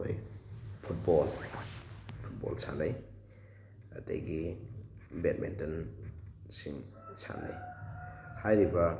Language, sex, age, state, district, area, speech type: Manipuri, male, 18-30, Manipur, Thoubal, rural, spontaneous